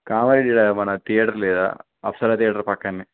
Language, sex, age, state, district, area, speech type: Telugu, male, 18-30, Telangana, Kamareddy, urban, conversation